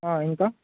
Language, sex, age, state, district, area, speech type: Telugu, male, 18-30, Telangana, Bhadradri Kothagudem, urban, conversation